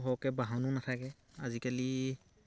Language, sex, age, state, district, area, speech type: Assamese, male, 45-60, Assam, Dhemaji, rural, spontaneous